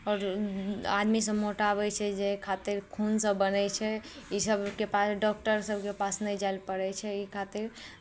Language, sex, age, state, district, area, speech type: Maithili, female, 18-30, Bihar, Araria, rural, spontaneous